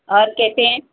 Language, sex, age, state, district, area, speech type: Hindi, female, 18-30, Uttar Pradesh, Pratapgarh, rural, conversation